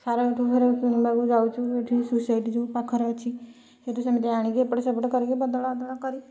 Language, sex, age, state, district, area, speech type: Odia, female, 30-45, Odisha, Kendujhar, urban, spontaneous